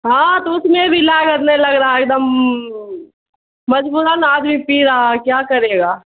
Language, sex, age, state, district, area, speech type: Urdu, female, 45-60, Bihar, Khagaria, rural, conversation